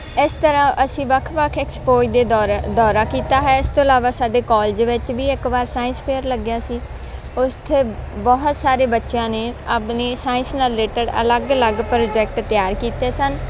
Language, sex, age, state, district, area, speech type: Punjabi, female, 18-30, Punjab, Faridkot, rural, spontaneous